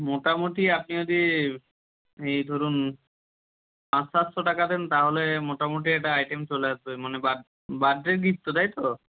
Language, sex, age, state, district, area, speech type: Bengali, male, 45-60, West Bengal, Nadia, rural, conversation